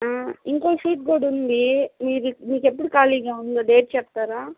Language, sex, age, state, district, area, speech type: Telugu, female, 30-45, Andhra Pradesh, Kadapa, rural, conversation